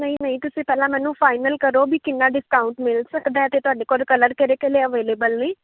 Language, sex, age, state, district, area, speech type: Punjabi, female, 18-30, Punjab, Fazilka, rural, conversation